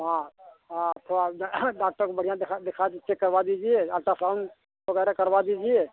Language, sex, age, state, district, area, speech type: Hindi, male, 60+, Uttar Pradesh, Mirzapur, urban, conversation